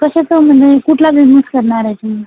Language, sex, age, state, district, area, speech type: Marathi, female, 18-30, Maharashtra, Washim, urban, conversation